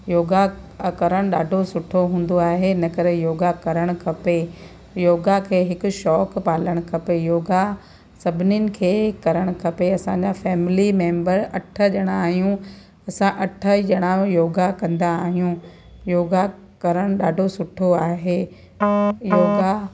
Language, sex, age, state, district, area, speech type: Sindhi, female, 45-60, Gujarat, Kutch, rural, spontaneous